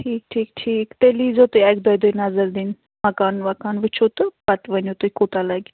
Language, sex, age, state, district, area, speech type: Kashmiri, female, 45-60, Jammu and Kashmir, Ganderbal, urban, conversation